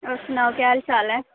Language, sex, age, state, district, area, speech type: Dogri, female, 18-30, Jammu and Kashmir, Jammu, rural, conversation